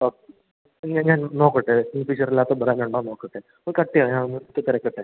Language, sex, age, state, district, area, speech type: Malayalam, male, 18-30, Kerala, Thiruvananthapuram, rural, conversation